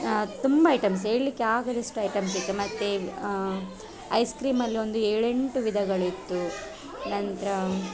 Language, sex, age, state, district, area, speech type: Kannada, female, 30-45, Karnataka, Dakshina Kannada, rural, spontaneous